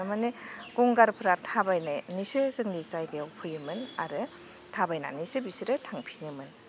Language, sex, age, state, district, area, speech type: Bodo, female, 30-45, Assam, Baksa, rural, spontaneous